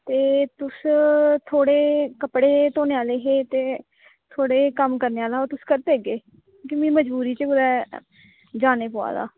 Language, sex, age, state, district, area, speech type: Dogri, female, 18-30, Jammu and Kashmir, Kathua, rural, conversation